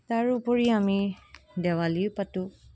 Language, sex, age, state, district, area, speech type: Assamese, female, 30-45, Assam, Dibrugarh, urban, spontaneous